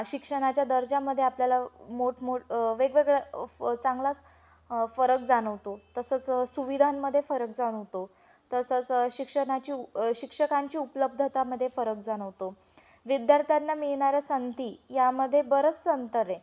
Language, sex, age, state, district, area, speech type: Marathi, female, 18-30, Maharashtra, Ahmednagar, urban, spontaneous